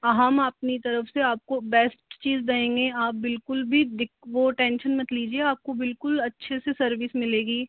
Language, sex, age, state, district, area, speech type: Hindi, female, 45-60, Rajasthan, Jaipur, urban, conversation